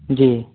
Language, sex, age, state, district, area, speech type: Hindi, male, 18-30, Uttar Pradesh, Mau, rural, conversation